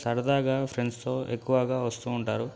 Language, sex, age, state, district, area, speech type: Telugu, male, 18-30, Telangana, Nalgonda, urban, spontaneous